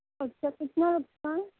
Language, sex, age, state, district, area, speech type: Urdu, female, 18-30, Uttar Pradesh, Gautam Buddha Nagar, rural, conversation